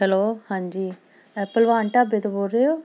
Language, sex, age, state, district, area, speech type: Punjabi, female, 45-60, Punjab, Amritsar, urban, spontaneous